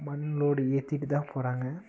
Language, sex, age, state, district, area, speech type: Tamil, male, 18-30, Tamil Nadu, Namakkal, rural, spontaneous